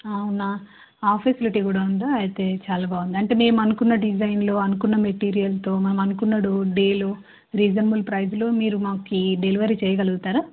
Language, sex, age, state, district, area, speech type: Telugu, female, 30-45, Telangana, Hanamkonda, urban, conversation